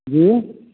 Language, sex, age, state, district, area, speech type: Maithili, male, 60+, Bihar, Begusarai, rural, conversation